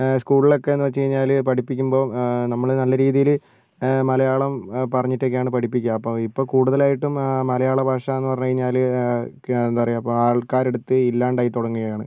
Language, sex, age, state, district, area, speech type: Malayalam, male, 60+, Kerala, Wayanad, rural, spontaneous